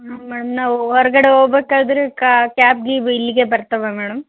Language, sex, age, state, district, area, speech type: Kannada, female, 30-45, Karnataka, Vijayanagara, rural, conversation